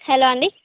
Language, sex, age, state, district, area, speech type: Telugu, female, 60+, Andhra Pradesh, Srikakulam, urban, conversation